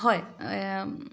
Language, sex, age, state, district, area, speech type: Assamese, female, 45-60, Assam, Dibrugarh, rural, spontaneous